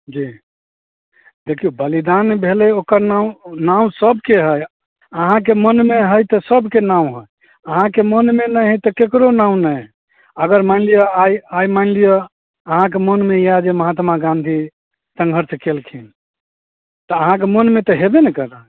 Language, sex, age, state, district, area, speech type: Maithili, male, 45-60, Bihar, Samastipur, rural, conversation